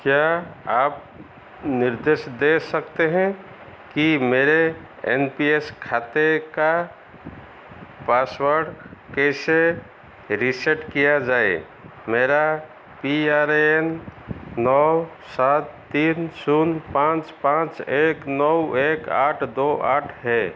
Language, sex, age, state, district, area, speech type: Hindi, male, 45-60, Madhya Pradesh, Chhindwara, rural, read